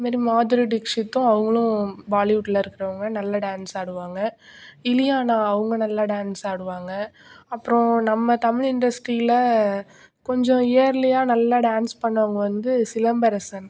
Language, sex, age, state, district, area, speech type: Tamil, female, 18-30, Tamil Nadu, Nagapattinam, rural, spontaneous